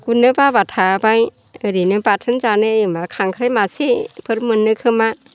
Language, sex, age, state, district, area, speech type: Bodo, female, 60+, Assam, Chirang, urban, spontaneous